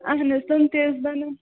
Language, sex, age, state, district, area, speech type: Kashmiri, female, 18-30, Jammu and Kashmir, Bandipora, rural, conversation